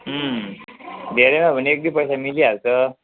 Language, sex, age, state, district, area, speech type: Nepali, male, 45-60, West Bengal, Kalimpong, rural, conversation